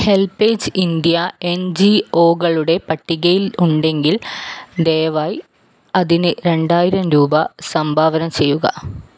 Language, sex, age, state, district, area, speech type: Malayalam, female, 30-45, Kerala, Kannur, rural, read